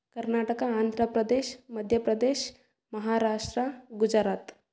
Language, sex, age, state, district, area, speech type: Kannada, female, 18-30, Karnataka, Tumkur, rural, spontaneous